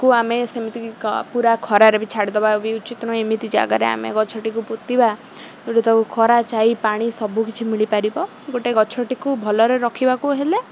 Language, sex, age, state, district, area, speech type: Odia, female, 45-60, Odisha, Rayagada, rural, spontaneous